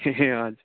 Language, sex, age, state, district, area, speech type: Nepali, male, 30-45, West Bengal, Darjeeling, rural, conversation